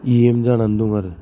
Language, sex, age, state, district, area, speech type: Bodo, male, 30-45, Assam, Kokrajhar, rural, spontaneous